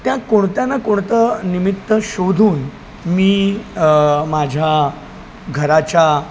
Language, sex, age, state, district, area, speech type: Marathi, male, 30-45, Maharashtra, Palghar, rural, spontaneous